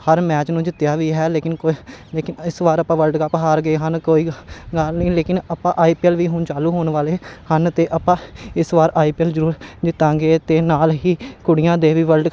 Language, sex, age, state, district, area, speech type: Punjabi, male, 30-45, Punjab, Amritsar, urban, spontaneous